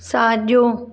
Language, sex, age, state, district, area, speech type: Sindhi, female, 30-45, Maharashtra, Mumbai Suburban, urban, read